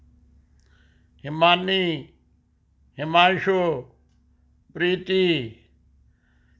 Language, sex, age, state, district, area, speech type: Punjabi, male, 60+, Punjab, Rupnagar, urban, spontaneous